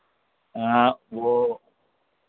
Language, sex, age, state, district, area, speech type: Hindi, male, 30-45, Madhya Pradesh, Harda, urban, conversation